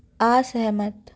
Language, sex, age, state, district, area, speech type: Hindi, female, 30-45, Madhya Pradesh, Bhopal, urban, read